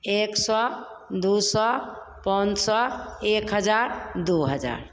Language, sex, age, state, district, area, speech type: Hindi, female, 60+, Bihar, Begusarai, rural, spontaneous